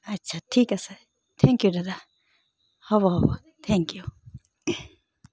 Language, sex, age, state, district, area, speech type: Assamese, female, 18-30, Assam, Charaideo, urban, spontaneous